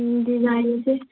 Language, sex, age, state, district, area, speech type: Manipuri, female, 18-30, Manipur, Churachandpur, urban, conversation